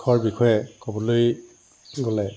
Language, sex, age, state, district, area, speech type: Assamese, male, 45-60, Assam, Dibrugarh, rural, spontaneous